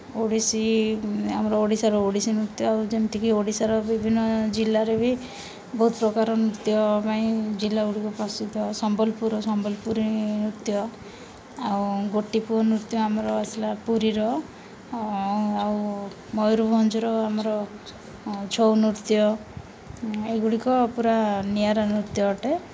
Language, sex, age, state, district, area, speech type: Odia, female, 30-45, Odisha, Rayagada, rural, spontaneous